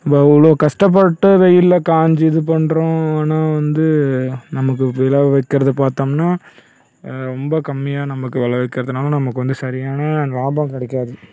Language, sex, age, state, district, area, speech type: Tamil, male, 30-45, Tamil Nadu, Cuddalore, rural, spontaneous